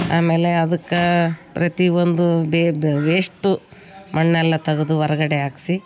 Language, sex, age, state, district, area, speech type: Kannada, female, 60+, Karnataka, Vijayanagara, rural, spontaneous